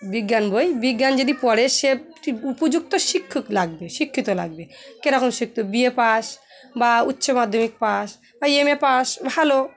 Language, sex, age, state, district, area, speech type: Bengali, female, 45-60, West Bengal, Dakshin Dinajpur, urban, spontaneous